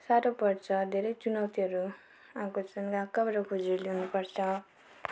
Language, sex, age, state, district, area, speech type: Nepali, female, 18-30, West Bengal, Darjeeling, rural, spontaneous